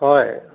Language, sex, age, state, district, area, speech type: Assamese, male, 60+, Assam, Charaideo, urban, conversation